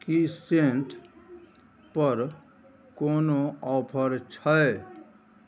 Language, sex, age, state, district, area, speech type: Maithili, male, 60+, Bihar, Araria, rural, read